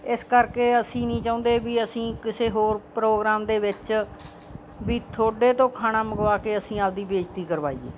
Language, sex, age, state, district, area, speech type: Punjabi, female, 45-60, Punjab, Bathinda, urban, spontaneous